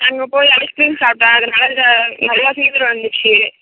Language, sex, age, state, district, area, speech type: Tamil, female, 18-30, Tamil Nadu, Cuddalore, rural, conversation